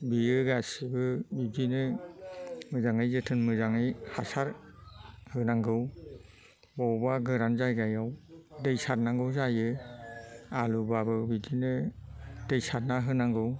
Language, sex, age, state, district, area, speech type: Bodo, male, 60+, Assam, Chirang, rural, spontaneous